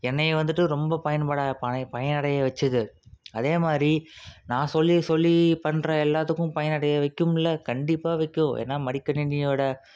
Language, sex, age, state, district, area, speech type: Tamil, male, 18-30, Tamil Nadu, Salem, urban, spontaneous